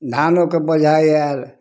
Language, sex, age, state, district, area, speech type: Maithili, male, 60+, Bihar, Samastipur, rural, spontaneous